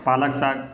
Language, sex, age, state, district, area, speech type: Urdu, male, 45-60, Bihar, Gaya, urban, spontaneous